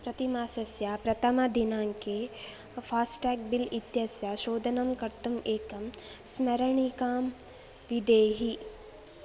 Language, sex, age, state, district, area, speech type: Sanskrit, female, 18-30, Karnataka, Dakshina Kannada, rural, read